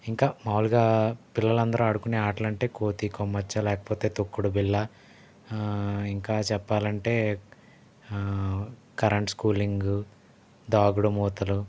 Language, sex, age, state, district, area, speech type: Telugu, male, 30-45, Andhra Pradesh, Konaseema, rural, spontaneous